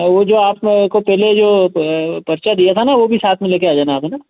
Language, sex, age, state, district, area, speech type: Hindi, male, 30-45, Madhya Pradesh, Ujjain, rural, conversation